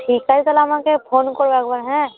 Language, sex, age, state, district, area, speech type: Bengali, female, 18-30, West Bengal, Cooch Behar, urban, conversation